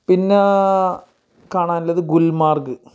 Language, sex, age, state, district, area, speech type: Malayalam, male, 45-60, Kerala, Kasaragod, rural, spontaneous